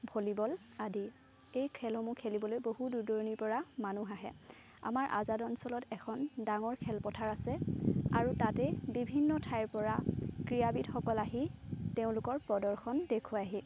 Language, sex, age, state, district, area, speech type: Assamese, female, 18-30, Assam, Lakhimpur, rural, spontaneous